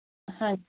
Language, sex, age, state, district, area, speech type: Punjabi, female, 30-45, Punjab, Firozpur, urban, conversation